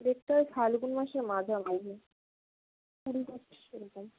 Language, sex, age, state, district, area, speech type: Bengali, female, 18-30, West Bengal, Purba Medinipur, rural, conversation